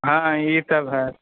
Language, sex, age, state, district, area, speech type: Maithili, male, 18-30, Bihar, Purnia, rural, conversation